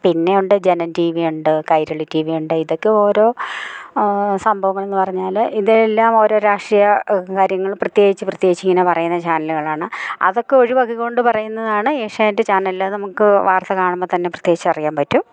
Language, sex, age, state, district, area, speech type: Malayalam, female, 45-60, Kerala, Idukki, rural, spontaneous